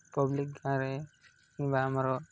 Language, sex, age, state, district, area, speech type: Odia, male, 30-45, Odisha, Koraput, urban, spontaneous